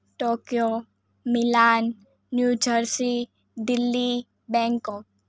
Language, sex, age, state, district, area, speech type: Gujarati, female, 18-30, Gujarat, Surat, rural, spontaneous